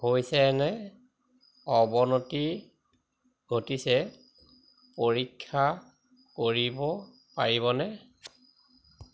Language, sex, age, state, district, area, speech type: Assamese, male, 45-60, Assam, Majuli, rural, read